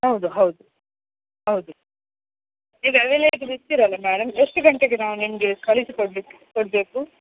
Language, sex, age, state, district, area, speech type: Kannada, female, 30-45, Karnataka, Shimoga, rural, conversation